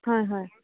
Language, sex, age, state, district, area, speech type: Assamese, female, 18-30, Assam, Dibrugarh, urban, conversation